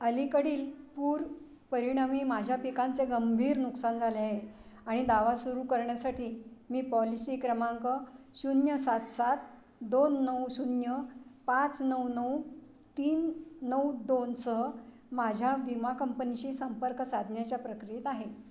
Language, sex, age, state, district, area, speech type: Marathi, female, 60+, Maharashtra, Pune, urban, read